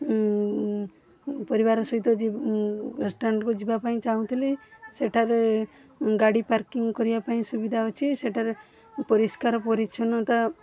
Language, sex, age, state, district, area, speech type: Odia, female, 45-60, Odisha, Balasore, rural, spontaneous